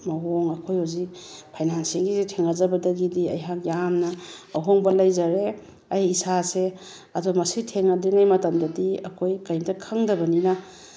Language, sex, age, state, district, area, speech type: Manipuri, female, 45-60, Manipur, Bishnupur, rural, spontaneous